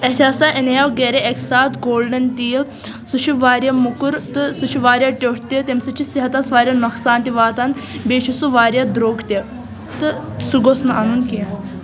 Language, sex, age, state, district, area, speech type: Kashmiri, female, 18-30, Jammu and Kashmir, Kulgam, rural, spontaneous